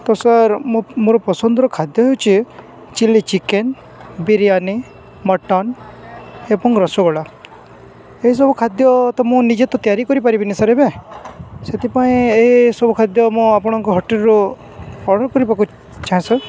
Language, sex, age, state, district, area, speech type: Odia, male, 18-30, Odisha, Balangir, urban, spontaneous